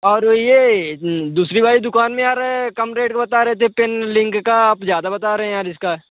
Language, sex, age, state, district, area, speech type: Hindi, male, 18-30, Madhya Pradesh, Jabalpur, urban, conversation